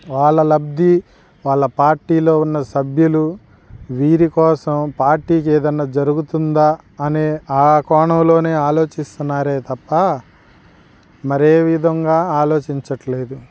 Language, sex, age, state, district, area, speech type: Telugu, male, 45-60, Andhra Pradesh, Guntur, rural, spontaneous